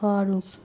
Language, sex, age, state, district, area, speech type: Urdu, female, 45-60, Bihar, Darbhanga, rural, spontaneous